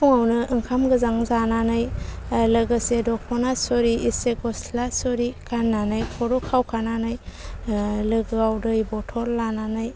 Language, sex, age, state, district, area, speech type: Bodo, female, 30-45, Assam, Baksa, rural, spontaneous